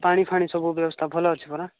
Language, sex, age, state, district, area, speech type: Odia, male, 18-30, Odisha, Nabarangpur, urban, conversation